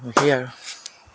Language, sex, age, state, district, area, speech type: Assamese, male, 30-45, Assam, Charaideo, urban, spontaneous